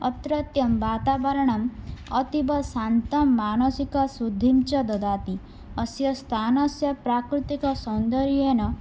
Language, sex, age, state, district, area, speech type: Sanskrit, female, 18-30, Odisha, Bhadrak, rural, spontaneous